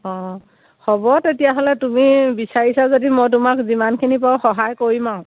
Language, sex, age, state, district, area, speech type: Assamese, female, 60+, Assam, Dibrugarh, rural, conversation